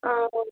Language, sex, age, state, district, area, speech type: Hindi, female, 18-30, Madhya Pradesh, Betul, urban, conversation